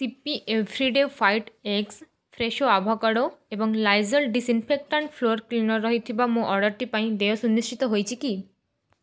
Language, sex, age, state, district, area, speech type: Odia, female, 18-30, Odisha, Cuttack, urban, read